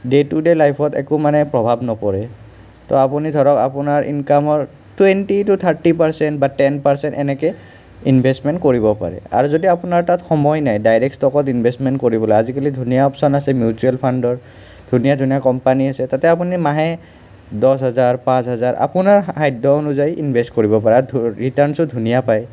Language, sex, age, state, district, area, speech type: Assamese, male, 30-45, Assam, Nalbari, urban, spontaneous